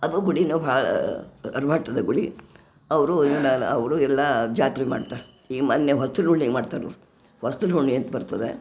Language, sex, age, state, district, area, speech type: Kannada, female, 60+, Karnataka, Gadag, rural, spontaneous